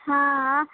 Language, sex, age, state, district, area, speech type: Maithili, female, 18-30, Bihar, Sitamarhi, rural, conversation